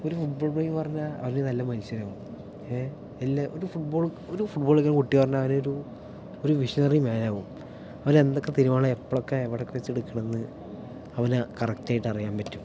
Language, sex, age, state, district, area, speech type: Malayalam, male, 18-30, Kerala, Palakkad, rural, spontaneous